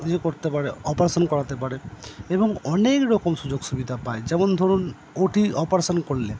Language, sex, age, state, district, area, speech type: Bengali, male, 30-45, West Bengal, Purba Bardhaman, urban, spontaneous